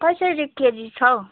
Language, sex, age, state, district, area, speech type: Nepali, female, 60+, West Bengal, Darjeeling, rural, conversation